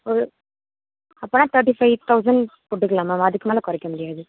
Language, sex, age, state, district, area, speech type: Tamil, female, 18-30, Tamil Nadu, Tiruvarur, urban, conversation